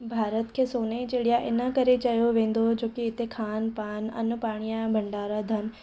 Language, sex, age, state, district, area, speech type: Sindhi, female, 18-30, Maharashtra, Mumbai Suburban, rural, spontaneous